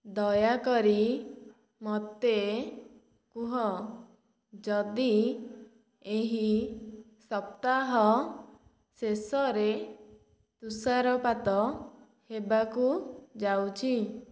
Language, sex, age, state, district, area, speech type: Odia, female, 18-30, Odisha, Dhenkanal, rural, read